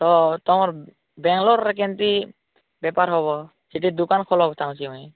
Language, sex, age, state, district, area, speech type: Odia, male, 18-30, Odisha, Nabarangpur, urban, conversation